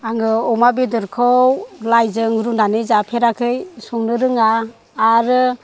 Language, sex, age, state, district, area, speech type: Bodo, female, 60+, Assam, Chirang, rural, spontaneous